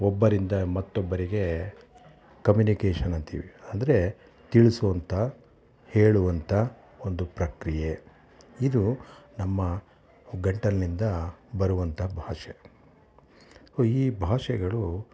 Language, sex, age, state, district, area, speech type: Kannada, male, 60+, Karnataka, Bangalore Urban, urban, spontaneous